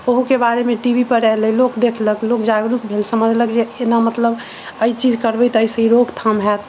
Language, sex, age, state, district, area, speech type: Maithili, female, 45-60, Bihar, Sitamarhi, urban, spontaneous